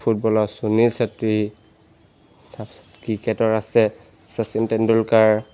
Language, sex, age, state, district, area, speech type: Assamese, male, 18-30, Assam, Charaideo, urban, spontaneous